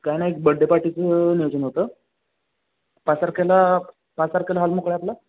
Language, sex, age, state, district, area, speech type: Marathi, male, 18-30, Maharashtra, Sangli, urban, conversation